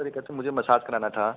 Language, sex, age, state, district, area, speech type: Hindi, male, 18-30, Uttar Pradesh, Bhadohi, urban, conversation